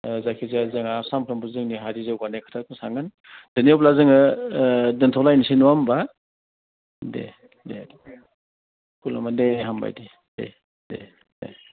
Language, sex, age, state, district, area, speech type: Bodo, male, 60+, Assam, Udalguri, urban, conversation